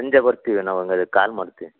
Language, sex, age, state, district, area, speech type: Kannada, male, 30-45, Karnataka, Chitradurga, rural, conversation